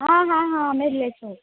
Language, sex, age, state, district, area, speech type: Gujarati, female, 18-30, Gujarat, Valsad, rural, conversation